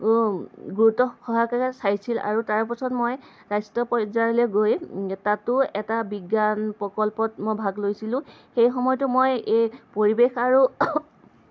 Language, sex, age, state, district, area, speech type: Assamese, female, 30-45, Assam, Lakhimpur, rural, spontaneous